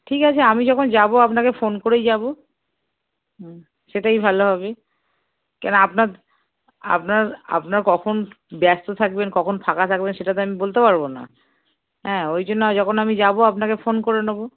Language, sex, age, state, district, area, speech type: Bengali, female, 30-45, West Bengal, Darjeeling, rural, conversation